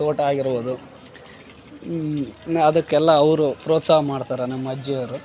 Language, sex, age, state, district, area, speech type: Kannada, male, 18-30, Karnataka, Bellary, rural, spontaneous